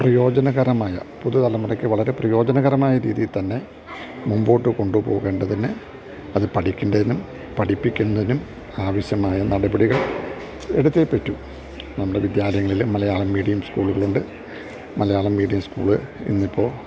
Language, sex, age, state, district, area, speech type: Malayalam, male, 60+, Kerala, Idukki, rural, spontaneous